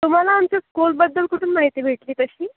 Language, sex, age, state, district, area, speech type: Marathi, female, 18-30, Maharashtra, Akola, urban, conversation